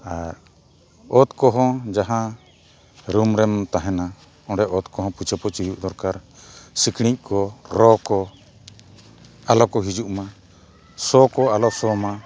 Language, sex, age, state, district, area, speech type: Santali, male, 45-60, Odisha, Mayurbhanj, rural, spontaneous